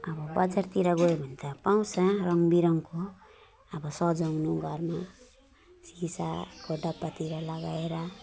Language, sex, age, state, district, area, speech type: Nepali, female, 45-60, West Bengal, Alipurduar, urban, spontaneous